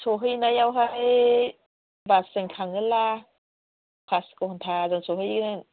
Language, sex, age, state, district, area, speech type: Bodo, female, 45-60, Assam, Chirang, rural, conversation